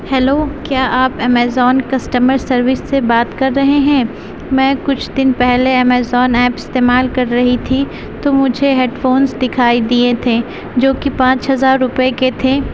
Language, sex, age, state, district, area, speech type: Urdu, female, 30-45, Uttar Pradesh, Aligarh, urban, spontaneous